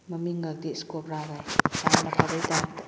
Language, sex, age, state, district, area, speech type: Manipuri, female, 30-45, Manipur, Kakching, rural, spontaneous